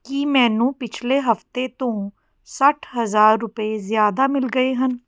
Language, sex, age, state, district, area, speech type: Punjabi, female, 30-45, Punjab, Patiala, urban, read